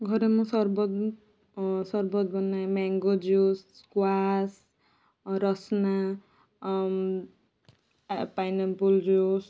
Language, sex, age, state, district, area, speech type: Odia, female, 18-30, Odisha, Balasore, rural, spontaneous